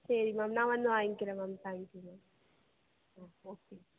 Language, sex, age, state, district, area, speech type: Tamil, female, 45-60, Tamil Nadu, Perambalur, urban, conversation